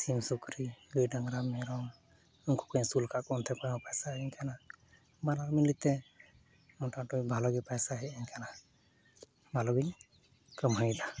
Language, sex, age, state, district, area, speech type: Santali, male, 30-45, West Bengal, Uttar Dinajpur, rural, spontaneous